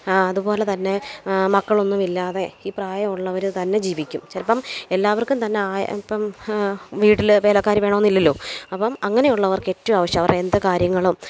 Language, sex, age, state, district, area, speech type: Malayalam, female, 30-45, Kerala, Alappuzha, rural, spontaneous